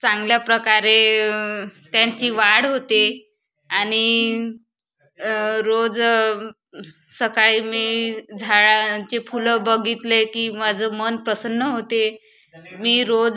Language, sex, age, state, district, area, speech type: Marathi, female, 30-45, Maharashtra, Wardha, rural, spontaneous